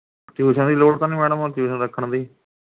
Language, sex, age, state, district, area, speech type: Punjabi, male, 30-45, Punjab, Mohali, rural, conversation